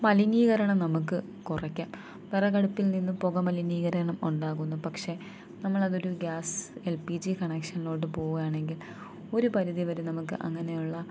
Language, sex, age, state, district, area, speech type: Malayalam, female, 18-30, Kerala, Thiruvananthapuram, rural, spontaneous